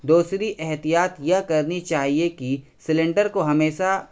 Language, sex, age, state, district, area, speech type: Urdu, male, 30-45, Bihar, Araria, rural, spontaneous